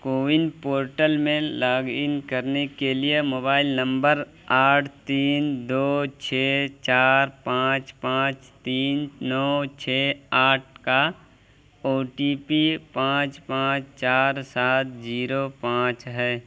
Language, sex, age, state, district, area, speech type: Urdu, male, 18-30, Uttar Pradesh, Balrampur, rural, read